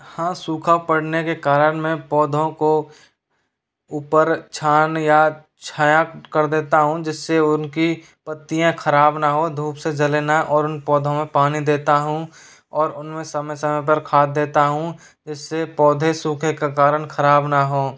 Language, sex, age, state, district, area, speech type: Hindi, male, 30-45, Rajasthan, Jaipur, urban, spontaneous